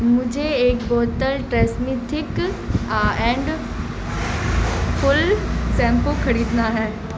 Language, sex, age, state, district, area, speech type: Urdu, female, 18-30, Bihar, Supaul, rural, read